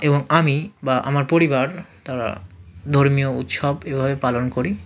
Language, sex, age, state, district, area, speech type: Bengali, male, 45-60, West Bengal, South 24 Parganas, rural, spontaneous